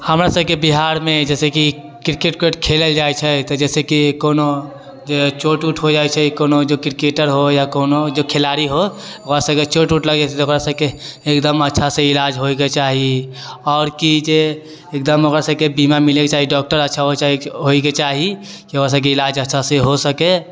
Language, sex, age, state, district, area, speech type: Maithili, male, 18-30, Bihar, Sitamarhi, urban, spontaneous